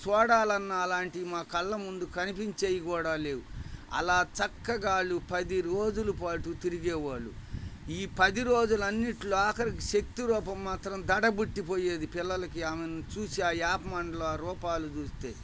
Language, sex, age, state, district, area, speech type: Telugu, male, 60+, Andhra Pradesh, Bapatla, urban, spontaneous